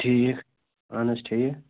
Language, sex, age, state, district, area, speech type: Kashmiri, male, 30-45, Jammu and Kashmir, Bandipora, rural, conversation